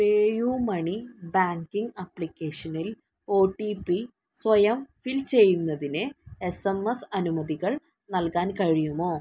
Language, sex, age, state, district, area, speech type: Malayalam, female, 30-45, Kerala, Palakkad, urban, read